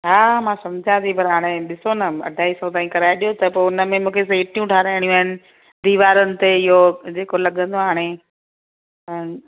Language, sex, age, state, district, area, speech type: Sindhi, female, 45-60, Gujarat, Kutch, rural, conversation